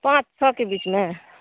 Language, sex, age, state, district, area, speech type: Maithili, female, 45-60, Bihar, Madhepura, rural, conversation